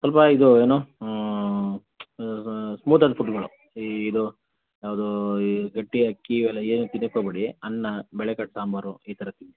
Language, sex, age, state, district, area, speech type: Kannada, male, 30-45, Karnataka, Mandya, rural, conversation